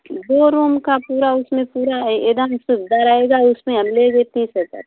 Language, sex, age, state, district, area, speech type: Hindi, female, 30-45, Uttar Pradesh, Ghazipur, rural, conversation